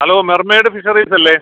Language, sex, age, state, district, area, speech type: Malayalam, male, 45-60, Kerala, Alappuzha, rural, conversation